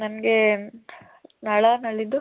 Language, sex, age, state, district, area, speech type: Kannada, female, 18-30, Karnataka, Chamarajanagar, rural, conversation